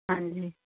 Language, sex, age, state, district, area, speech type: Punjabi, female, 60+, Punjab, Barnala, rural, conversation